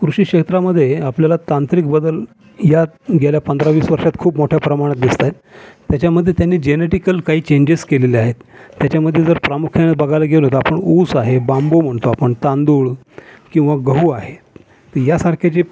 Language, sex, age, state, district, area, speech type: Marathi, male, 60+, Maharashtra, Raigad, urban, spontaneous